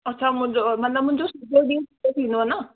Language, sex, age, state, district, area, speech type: Sindhi, female, 18-30, Rajasthan, Ajmer, rural, conversation